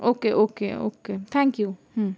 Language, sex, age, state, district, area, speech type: Bengali, female, 18-30, West Bengal, Howrah, urban, spontaneous